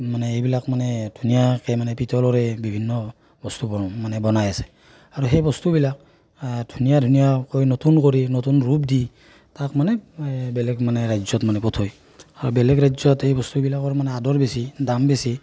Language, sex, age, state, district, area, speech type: Assamese, male, 30-45, Assam, Barpeta, rural, spontaneous